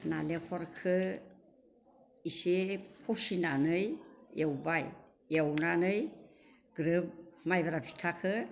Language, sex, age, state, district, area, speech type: Bodo, female, 60+, Assam, Baksa, urban, spontaneous